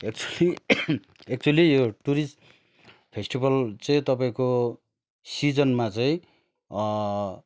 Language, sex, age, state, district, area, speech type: Nepali, male, 30-45, West Bengal, Darjeeling, rural, spontaneous